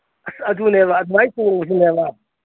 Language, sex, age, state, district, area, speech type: Manipuri, male, 60+, Manipur, Imphal East, rural, conversation